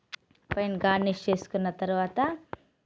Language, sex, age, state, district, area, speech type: Telugu, female, 30-45, Telangana, Nalgonda, rural, spontaneous